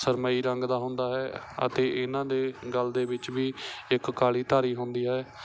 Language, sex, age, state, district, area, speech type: Punjabi, male, 18-30, Punjab, Bathinda, rural, spontaneous